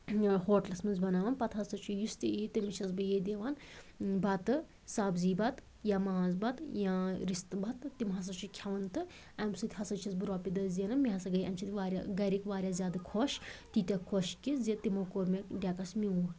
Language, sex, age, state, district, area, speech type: Kashmiri, female, 30-45, Jammu and Kashmir, Anantnag, rural, spontaneous